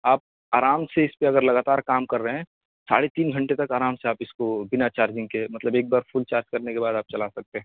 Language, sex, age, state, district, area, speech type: Urdu, male, 18-30, Uttar Pradesh, Siddharthnagar, rural, conversation